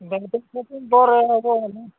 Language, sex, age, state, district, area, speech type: Odia, male, 45-60, Odisha, Nabarangpur, rural, conversation